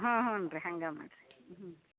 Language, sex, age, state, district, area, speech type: Kannada, female, 60+, Karnataka, Gadag, rural, conversation